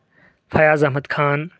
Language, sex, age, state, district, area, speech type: Kashmiri, male, 30-45, Jammu and Kashmir, Kulgam, rural, spontaneous